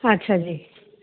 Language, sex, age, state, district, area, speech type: Punjabi, female, 45-60, Punjab, Mohali, urban, conversation